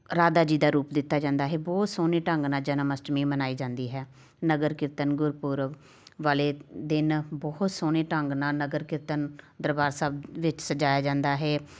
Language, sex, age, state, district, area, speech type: Punjabi, female, 30-45, Punjab, Tarn Taran, urban, spontaneous